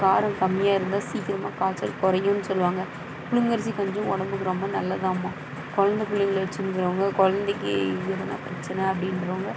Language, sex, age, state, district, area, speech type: Tamil, female, 30-45, Tamil Nadu, Dharmapuri, rural, spontaneous